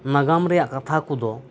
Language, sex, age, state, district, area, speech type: Santali, male, 30-45, West Bengal, Birbhum, rural, spontaneous